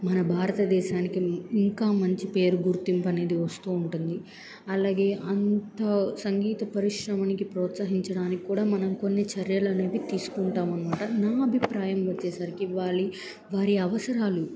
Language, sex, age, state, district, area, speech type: Telugu, female, 18-30, Andhra Pradesh, Bapatla, rural, spontaneous